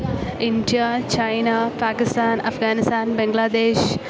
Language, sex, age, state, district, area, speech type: Malayalam, female, 18-30, Kerala, Alappuzha, rural, spontaneous